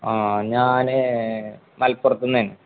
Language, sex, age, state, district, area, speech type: Malayalam, male, 18-30, Kerala, Malappuram, rural, conversation